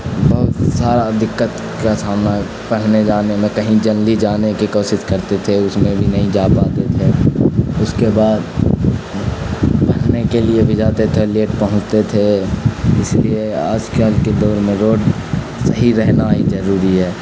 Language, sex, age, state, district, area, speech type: Urdu, male, 18-30, Bihar, Khagaria, rural, spontaneous